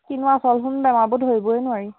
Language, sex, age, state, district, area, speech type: Assamese, female, 18-30, Assam, Jorhat, urban, conversation